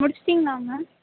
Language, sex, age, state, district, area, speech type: Tamil, female, 30-45, Tamil Nadu, Mayiladuthurai, urban, conversation